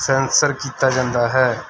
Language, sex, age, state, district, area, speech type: Punjabi, male, 30-45, Punjab, Mansa, urban, spontaneous